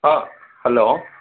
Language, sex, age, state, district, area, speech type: Tamil, male, 45-60, Tamil Nadu, Cuddalore, rural, conversation